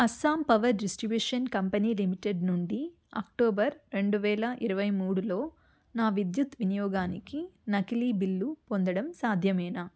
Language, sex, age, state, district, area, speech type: Telugu, female, 30-45, Andhra Pradesh, Chittoor, urban, read